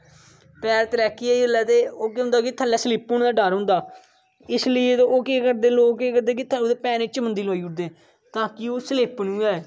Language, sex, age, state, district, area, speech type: Dogri, male, 18-30, Jammu and Kashmir, Kathua, rural, spontaneous